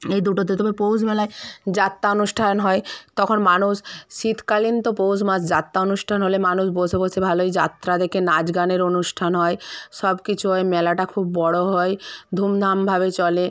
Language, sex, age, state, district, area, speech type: Bengali, female, 45-60, West Bengal, Purba Medinipur, rural, spontaneous